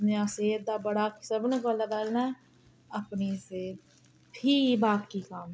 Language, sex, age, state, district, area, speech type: Dogri, female, 18-30, Jammu and Kashmir, Reasi, rural, spontaneous